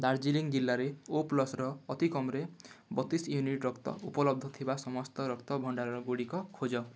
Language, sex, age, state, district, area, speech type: Odia, male, 18-30, Odisha, Kalahandi, rural, read